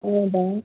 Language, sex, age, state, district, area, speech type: Kannada, female, 18-30, Karnataka, Davanagere, rural, conversation